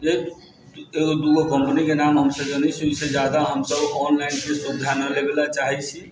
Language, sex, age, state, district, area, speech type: Maithili, male, 30-45, Bihar, Sitamarhi, rural, spontaneous